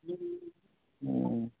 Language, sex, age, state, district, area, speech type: Manipuri, male, 30-45, Manipur, Thoubal, rural, conversation